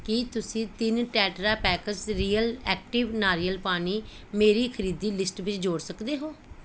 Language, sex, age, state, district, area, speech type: Punjabi, female, 45-60, Punjab, Pathankot, rural, read